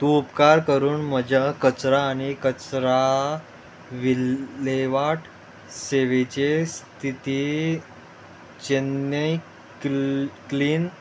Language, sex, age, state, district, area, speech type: Goan Konkani, male, 18-30, Goa, Murmgao, rural, read